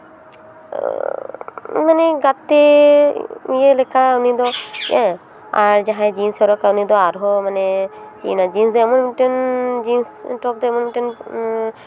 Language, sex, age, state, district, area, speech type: Santali, female, 30-45, West Bengal, Paschim Bardhaman, urban, spontaneous